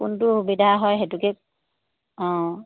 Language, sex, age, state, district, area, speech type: Assamese, female, 30-45, Assam, Charaideo, rural, conversation